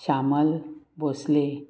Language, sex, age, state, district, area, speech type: Goan Konkani, female, 45-60, Goa, Murmgao, rural, spontaneous